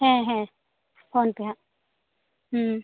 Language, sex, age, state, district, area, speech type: Santali, female, 30-45, West Bengal, Birbhum, rural, conversation